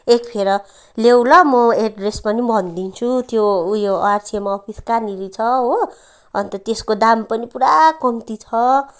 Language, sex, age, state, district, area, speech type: Nepali, female, 30-45, West Bengal, Kalimpong, rural, spontaneous